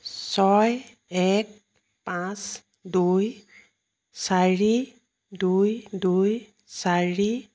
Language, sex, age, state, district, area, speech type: Assamese, female, 45-60, Assam, Jorhat, urban, read